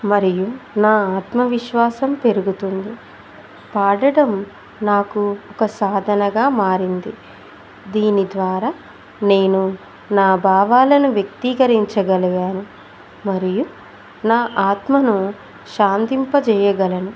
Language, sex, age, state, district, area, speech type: Telugu, female, 30-45, Telangana, Hanamkonda, urban, spontaneous